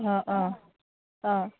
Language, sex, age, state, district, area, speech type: Assamese, female, 30-45, Assam, Udalguri, rural, conversation